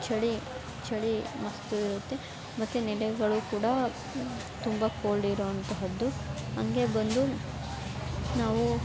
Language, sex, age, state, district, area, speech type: Kannada, female, 18-30, Karnataka, Chamarajanagar, rural, spontaneous